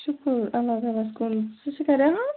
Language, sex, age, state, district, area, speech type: Kashmiri, female, 18-30, Jammu and Kashmir, Bandipora, rural, conversation